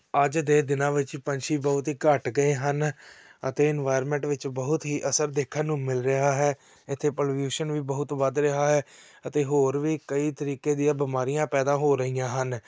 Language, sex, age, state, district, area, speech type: Punjabi, male, 18-30, Punjab, Tarn Taran, urban, spontaneous